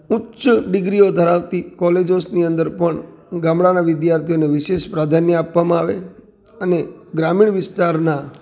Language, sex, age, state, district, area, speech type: Gujarati, male, 45-60, Gujarat, Amreli, rural, spontaneous